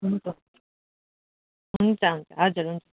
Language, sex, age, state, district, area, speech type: Nepali, female, 18-30, West Bengal, Kalimpong, rural, conversation